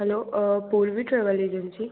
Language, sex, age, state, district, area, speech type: Hindi, other, 45-60, Madhya Pradesh, Bhopal, urban, conversation